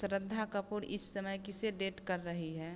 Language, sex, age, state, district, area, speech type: Hindi, female, 18-30, Bihar, Samastipur, rural, read